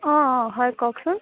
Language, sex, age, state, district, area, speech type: Assamese, female, 18-30, Assam, Kamrup Metropolitan, urban, conversation